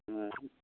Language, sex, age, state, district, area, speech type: Bengali, male, 45-60, West Bengal, Hooghly, rural, conversation